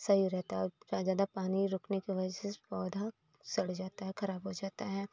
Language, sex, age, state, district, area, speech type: Hindi, female, 30-45, Uttar Pradesh, Prayagraj, rural, spontaneous